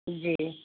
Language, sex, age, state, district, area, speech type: Urdu, female, 45-60, Bihar, Araria, rural, conversation